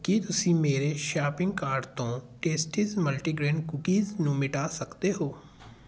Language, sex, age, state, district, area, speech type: Punjabi, male, 18-30, Punjab, Patiala, rural, read